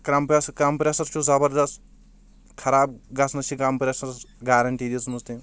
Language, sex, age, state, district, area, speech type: Kashmiri, male, 18-30, Jammu and Kashmir, Shopian, rural, spontaneous